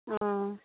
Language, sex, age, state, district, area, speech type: Assamese, female, 60+, Assam, Dibrugarh, rural, conversation